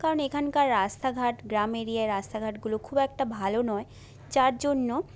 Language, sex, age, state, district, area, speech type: Bengali, female, 30-45, West Bengal, Jhargram, rural, spontaneous